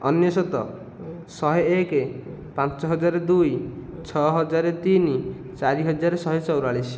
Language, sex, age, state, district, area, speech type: Odia, male, 18-30, Odisha, Nayagarh, rural, spontaneous